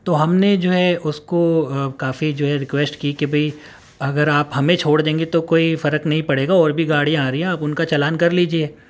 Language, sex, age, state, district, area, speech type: Urdu, male, 30-45, Uttar Pradesh, Gautam Buddha Nagar, urban, spontaneous